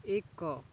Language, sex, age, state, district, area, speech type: Odia, male, 45-60, Odisha, Malkangiri, urban, read